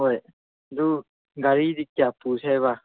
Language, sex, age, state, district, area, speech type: Manipuri, male, 18-30, Manipur, Chandel, rural, conversation